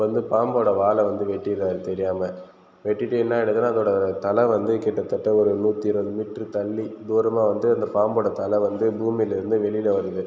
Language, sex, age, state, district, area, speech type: Tamil, male, 30-45, Tamil Nadu, Viluppuram, rural, spontaneous